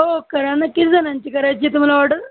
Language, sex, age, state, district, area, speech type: Marathi, female, 30-45, Maharashtra, Buldhana, rural, conversation